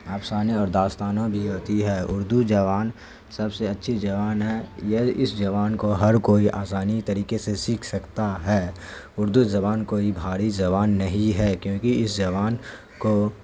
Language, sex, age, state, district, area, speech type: Urdu, male, 18-30, Bihar, Saharsa, urban, spontaneous